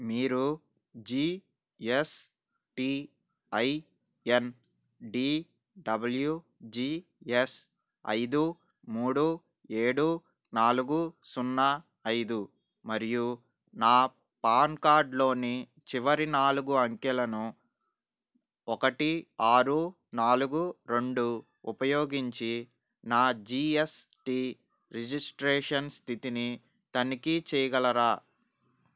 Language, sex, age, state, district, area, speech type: Telugu, male, 18-30, Andhra Pradesh, N T Rama Rao, urban, read